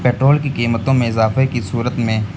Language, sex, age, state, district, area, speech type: Urdu, male, 18-30, Uttar Pradesh, Siddharthnagar, rural, spontaneous